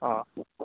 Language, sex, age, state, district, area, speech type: Kannada, male, 18-30, Karnataka, Davanagere, rural, conversation